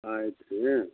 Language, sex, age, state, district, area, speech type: Kannada, male, 45-60, Karnataka, Belgaum, rural, conversation